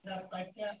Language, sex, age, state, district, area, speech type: Odia, male, 30-45, Odisha, Mayurbhanj, rural, conversation